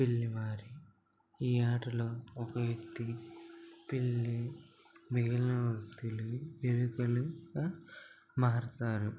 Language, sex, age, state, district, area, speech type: Telugu, male, 18-30, Andhra Pradesh, Eluru, urban, spontaneous